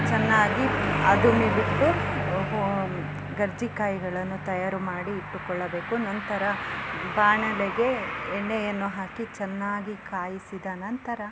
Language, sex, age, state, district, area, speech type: Kannada, female, 30-45, Karnataka, Chikkamagaluru, rural, spontaneous